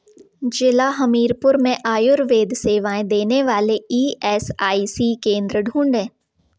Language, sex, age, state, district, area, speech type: Hindi, female, 30-45, Madhya Pradesh, Jabalpur, urban, read